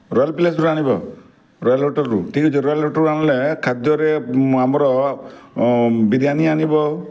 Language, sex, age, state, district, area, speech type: Odia, male, 45-60, Odisha, Bargarh, urban, spontaneous